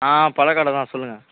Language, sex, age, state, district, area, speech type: Tamil, male, 18-30, Tamil Nadu, Kallakurichi, urban, conversation